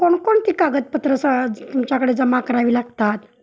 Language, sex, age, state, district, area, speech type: Marathi, female, 45-60, Maharashtra, Kolhapur, urban, spontaneous